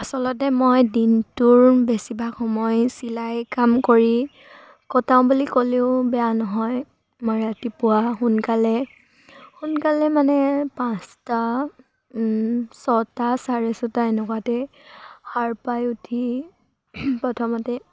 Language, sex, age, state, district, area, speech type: Assamese, female, 18-30, Assam, Sivasagar, rural, spontaneous